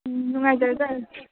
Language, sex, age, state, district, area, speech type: Manipuri, female, 18-30, Manipur, Senapati, rural, conversation